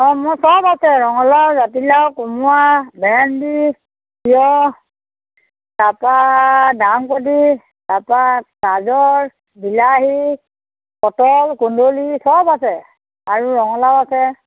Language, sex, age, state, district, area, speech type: Assamese, female, 45-60, Assam, Majuli, urban, conversation